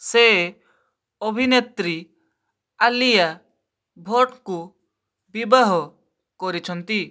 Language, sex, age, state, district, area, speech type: Odia, male, 18-30, Odisha, Balasore, rural, read